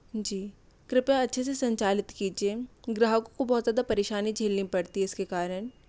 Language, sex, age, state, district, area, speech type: Hindi, female, 18-30, Madhya Pradesh, Bhopal, urban, spontaneous